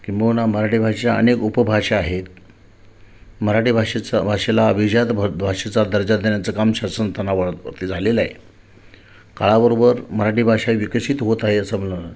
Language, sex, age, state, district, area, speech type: Marathi, male, 45-60, Maharashtra, Sindhudurg, rural, spontaneous